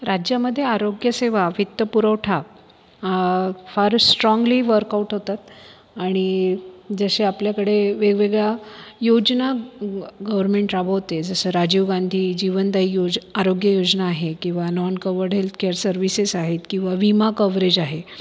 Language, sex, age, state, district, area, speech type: Marathi, female, 30-45, Maharashtra, Buldhana, urban, spontaneous